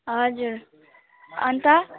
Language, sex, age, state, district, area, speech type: Nepali, female, 18-30, West Bengal, Alipurduar, urban, conversation